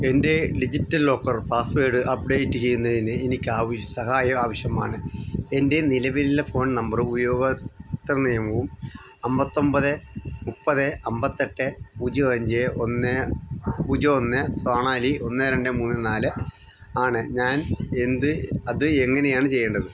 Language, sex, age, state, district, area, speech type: Malayalam, male, 60+, Kerala, Wayanad, rural, read